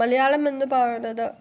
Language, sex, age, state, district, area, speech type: Malayalam, female, 18-30, Kerala, Ernakulam, rural, spontaneous